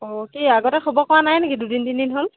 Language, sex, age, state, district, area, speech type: Assamese, female, 30-45, Assam, Sivasagar, rural, conversation